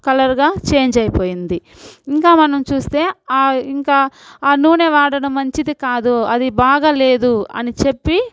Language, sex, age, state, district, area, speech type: Telugu, female, 45-60, Andhra Pradesh, Sri Balaji, urban, spontaneous